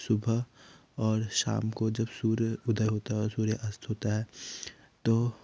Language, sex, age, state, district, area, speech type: Hindi, male, 30-45, Madhya Pradesh, Betul, rural, spontaneous